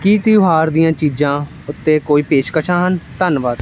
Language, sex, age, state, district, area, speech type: Punjabi, male, 18-30, Punjab, Ludhiana, rural, read